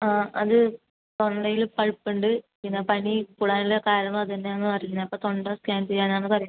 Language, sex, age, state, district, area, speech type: Malayalam, female, 18-30, Kerala, Kasaragod, rural, conversation